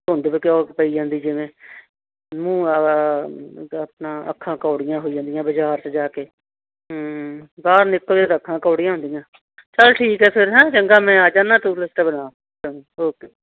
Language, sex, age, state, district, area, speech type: Punjabi, female, 60+, Punjab, Muktsar, urban, conversation